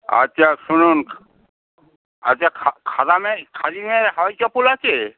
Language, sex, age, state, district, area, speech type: Bengali, male, 60+, West Bengal, Darjeeling, rural, conversation